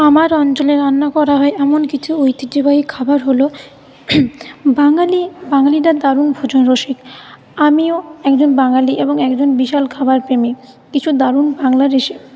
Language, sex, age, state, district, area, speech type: Bengali, female, 30-45, West Bengal, Paschim Bardhaman, urban, spontaneous